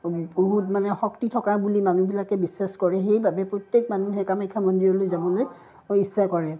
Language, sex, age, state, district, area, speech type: Assamese, female, 45-60, Assam, Udalguri, rural, spontaneous